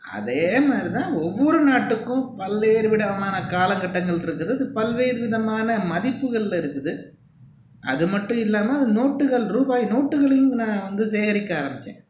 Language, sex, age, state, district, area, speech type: Tamil, male, 60+, Tamil Nadu, Pudukkottai, rural, spontaneous